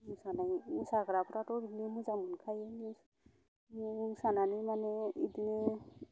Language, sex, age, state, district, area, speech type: Bodo, female, 45-60, Assam, Kokrajhar, rural, spontaneous